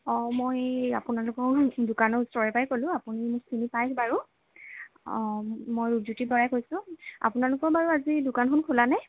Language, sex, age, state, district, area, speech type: Assamese, female, 18-30, Assam, Jorhat, urban, conversation